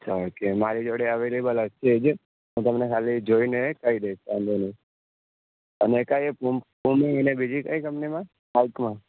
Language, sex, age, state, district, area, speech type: Gujarati, male, 18-30, Gujarat, Ahmedabad, urban, conversation